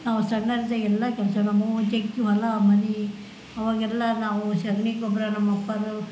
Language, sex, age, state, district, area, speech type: Kannada, female, 60+, Karnataka, Koppal, rural, spontaneous